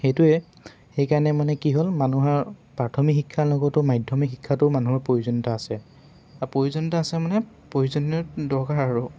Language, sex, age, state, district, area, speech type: Assamese, male, 18-30, Assam, Dibrugarh, urban, spontaneous